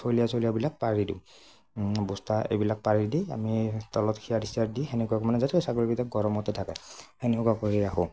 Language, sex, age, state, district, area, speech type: Assamese, male, 18-30, Assam, Morigaon, rural, spontaneous